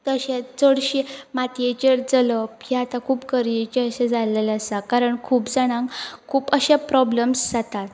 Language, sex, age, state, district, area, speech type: Goan Konkani, female, 18-30, Goa, Pernem, rural, spontaneous